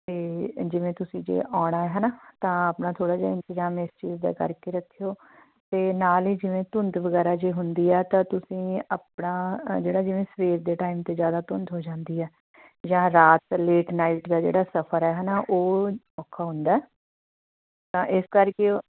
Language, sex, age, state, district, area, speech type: Punjabi, female, 45-60, Punjab, Fatehgarh Sahib, urban, conversation